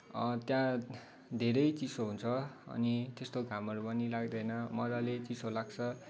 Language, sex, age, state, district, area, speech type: Nepali, male, 18-30, West Bengal, Kalimpong, rural, spontaneous